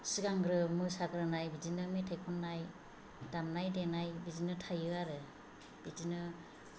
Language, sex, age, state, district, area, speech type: Bodo, female, 45-60, Assam, Kokrajhar, rural, spontaneous